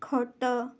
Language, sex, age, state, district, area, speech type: Odia, female, 18-30, Odisha, Ganjam, urban, read